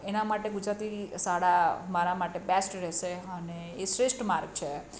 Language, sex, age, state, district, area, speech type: Gujarati, female, 45-60, Gujarat, Surat, urban, spontaneous